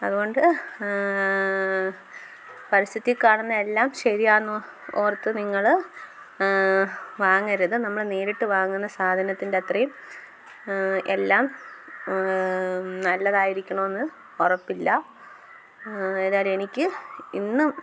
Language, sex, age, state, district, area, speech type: Malayalam, female, 18-30, Kerala, Kottayam, rural, spontaneous